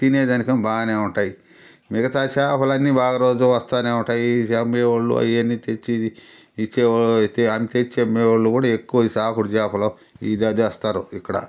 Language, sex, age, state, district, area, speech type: Telugu, male, 60+, Andhra Pradesh, Sri Balaji, urban, spontaneous